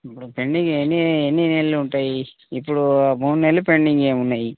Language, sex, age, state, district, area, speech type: Telugu, male, 45-60, Telangana, Mancherial, rural, conversation